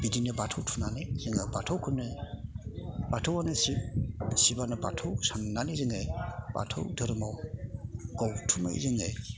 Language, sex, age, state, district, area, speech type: Bodo, male, 60+, Assam, Kokrajhar, urban, spontaneous